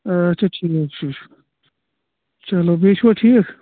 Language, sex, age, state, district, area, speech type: Kashmiri, male, 30-45, Jammu and Kashmir, Anantnag, rural, conversation